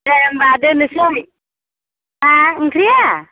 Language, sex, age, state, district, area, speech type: Bodo, female, 60+, Assam, Kokrajhar, rural, conversation